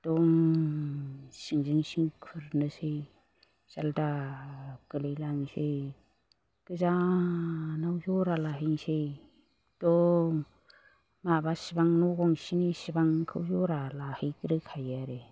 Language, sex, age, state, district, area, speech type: Bodo, male, 60+, Assam, Chirang, rural, spontaneous